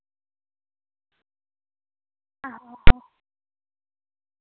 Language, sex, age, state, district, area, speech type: Dogri, female, 18-30, Jammu and Kashmir, Reasi, rural, conversation